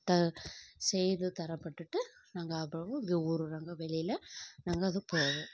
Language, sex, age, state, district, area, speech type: Tamil, female, 18-30, Tamil Nadu, Kallakurichi, rural, spontaneous